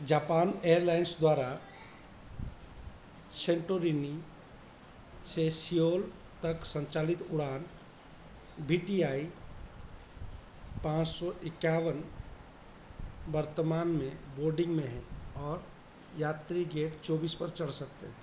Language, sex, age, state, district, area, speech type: Hindi, male, 45-60, Madhya Pradesh, Chhindwara, rural, read